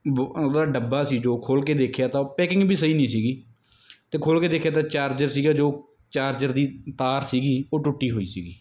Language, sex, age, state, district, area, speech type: Punjabi, male, 18-30, Punjab, Mansa, rural, spontaneous